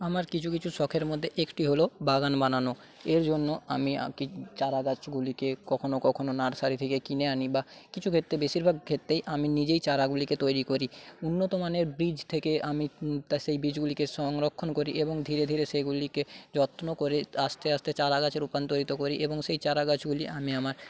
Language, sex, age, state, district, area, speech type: Bengali, male, 45-60, West Bengal, Paschim Medinipur, rural, spontaneous